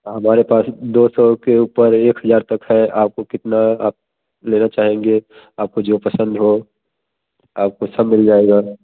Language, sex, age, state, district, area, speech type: Hindi, male, 30-45, Uttar Pradesh, Bhadohi, rural, conversation